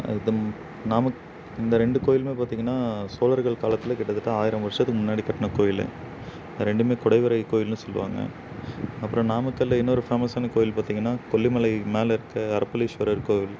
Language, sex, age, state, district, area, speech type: Tamil, male, 18-30, Tamil Nadu, Namakkal, rural, spontaneous